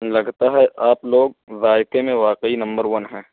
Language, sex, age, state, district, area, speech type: Urdu, male, 18-30, Uttar Pradesh, Balrampur, rural, conversation